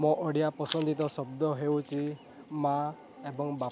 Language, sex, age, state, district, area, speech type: Odia, male, 18-30, Odisha, Rayagada, rural, spontaneous